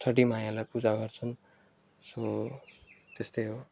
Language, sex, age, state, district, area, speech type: Nepali, male, 18-30, West Bengal, Alipurduar, urban, spontaneous